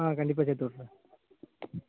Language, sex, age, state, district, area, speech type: Tamil, male, 18-30, Tamil Nadu, Thoothukudi, rural, conversation